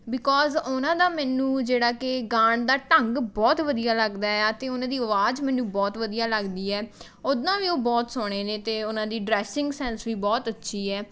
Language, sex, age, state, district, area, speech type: Punjabi, female, 18-30, Punjab, Mohali, rural, spontaneous